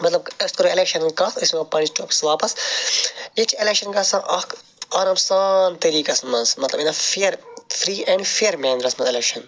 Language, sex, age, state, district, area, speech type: Kashmiri, male, 45-60, Jammu and Kashmir, Srinagar, urban, spontaneous